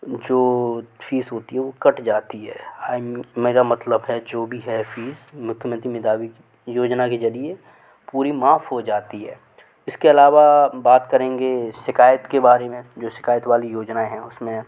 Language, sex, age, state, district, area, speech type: Hindi, male, 18-30, Madhya Pradesh, Gwalior, urban, spontaneous